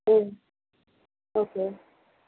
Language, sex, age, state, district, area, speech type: Tamil, female, 45-60, Tamil Nadu, Tiruvallur, urban, conversation